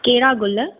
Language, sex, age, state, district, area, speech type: Sindhi, female, 18-30, Maharashtra, Thane, urban, conversation